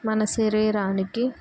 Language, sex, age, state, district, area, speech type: Telugu, female, 18-30, Andhra Pradesh, Guntur, rural, spontaneous